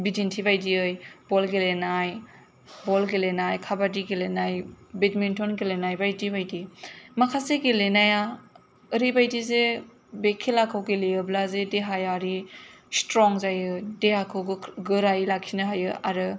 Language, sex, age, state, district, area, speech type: Bodo, female, 18-30, Assam, Kokrajhar, urban, spontaneous